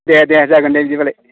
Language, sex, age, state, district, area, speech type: Bodo, male, 45-60, Assam, Udalguri, rural, conversation